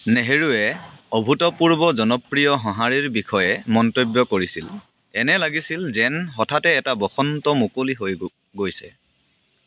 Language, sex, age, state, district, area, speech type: Assamese, male, 18-30, Assam, Dibrugarh, rural, read